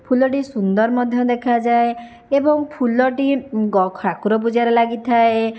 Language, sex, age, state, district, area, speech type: Odia, female, 60+, Odisha, Jajpur, rural, spontaneous